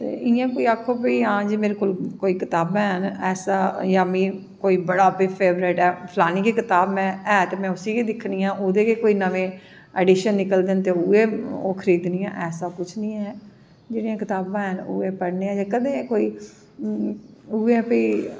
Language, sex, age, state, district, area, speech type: Dogri, female, 45-60, Jammu and Kashmir, Jammu, urban, spontaneous